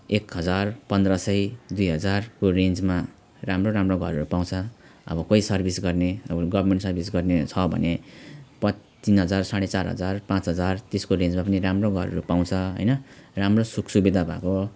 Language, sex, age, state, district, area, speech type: Nepali, male, 30-45, West Bengal, Alipurduar, urban, spontaneous